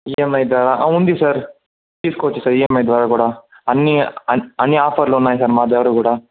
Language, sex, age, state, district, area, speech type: Telugu, male, 45-60, Andhra Pradesh, Chittoor, urban, conversation